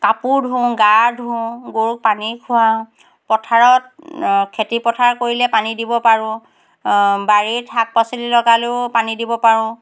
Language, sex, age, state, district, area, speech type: Assamese, female, 60+, Assam, Dhemaji, rural, spontaneous